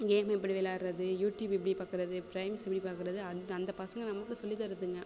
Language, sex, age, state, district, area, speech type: Tamil, female, 18-30, Tamil Nadu, Thanjavur, urban, spontaneous